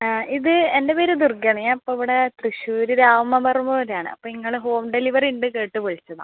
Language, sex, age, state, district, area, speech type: Malayalam, female, 18-30, Kerala, Thrissur, urban, conversation